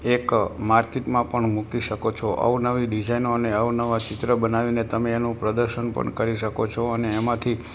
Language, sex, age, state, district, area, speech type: Gujarati, male, 60+, Gujarat, Morbi, rural, spontaneous